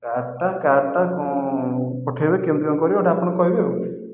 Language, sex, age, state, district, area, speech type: Odia, male, 18-30, Odisha, Khordha, rural, spontaneous